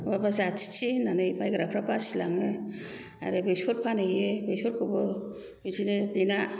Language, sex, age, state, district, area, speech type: Bodo, female, 60+, Assam, Kokrajhar, rural, spontaneous